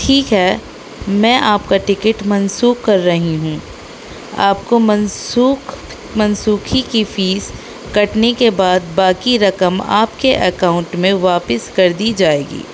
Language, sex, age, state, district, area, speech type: Urdu, female, 18-30, Delhi, North East Delhi, urban, spontaneous